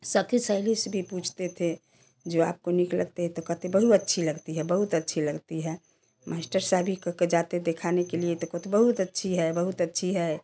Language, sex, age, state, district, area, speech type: Hindi, female, 60+, Bihar, Samastipur, urban, spontaneous